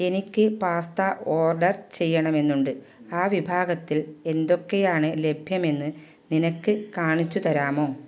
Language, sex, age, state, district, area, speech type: Malayalam, female, 30-45, Kerala, Kasaragod, urban, read